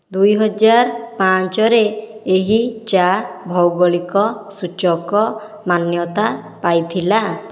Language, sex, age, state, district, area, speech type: Odia, female, 18-30, Odisha, Khordha, rural, read